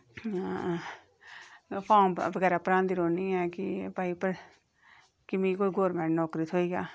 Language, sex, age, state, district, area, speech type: Dogri, female, 30-45, Jammu and Kashmir, Reasi, rural, spontaneous